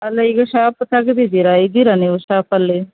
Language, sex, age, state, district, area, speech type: Kannada, female, 30-45, Karnataka, Bellary, rural, conversation